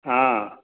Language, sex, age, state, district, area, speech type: Odia, male, 60+, Odisha, Dhenkanal, rural, conversation